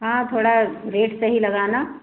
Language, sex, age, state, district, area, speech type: Hindi, female, 45-60, Uttar Pradesh, Ayodhya, rural, conversation